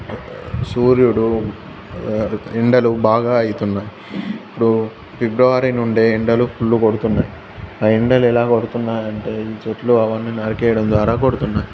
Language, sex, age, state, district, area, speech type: Telugu, male, 18-30, Telangana, Jangaon, urban, spontaneous